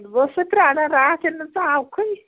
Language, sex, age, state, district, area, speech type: Kashmiri, female, 30-45, Jammu and Kashmir, Bandipora, rural, conversation